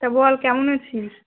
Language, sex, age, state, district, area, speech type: Bengali, female, 18-30, West Bengal, Uttar Dinajpur, urban, conversation